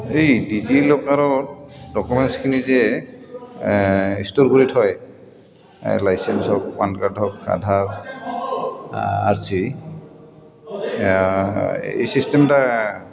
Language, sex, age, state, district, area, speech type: Assamese, male, 45-60, Assam, Goalpara, urban, spontaneous